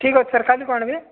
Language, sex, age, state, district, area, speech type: Odia, male, 45-60, Odisha, Nabarangpur, rural, conversation